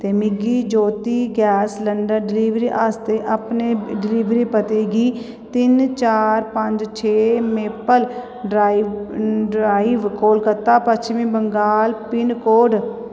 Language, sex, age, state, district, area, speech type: Dogri, female, 45-60, Jammu and Kashmir, Kathua, rural, read